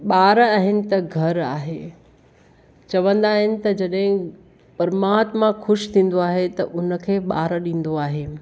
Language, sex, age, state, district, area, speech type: Sindhi, female, 45-60, Maharashtra, Akola, urban, spontaneous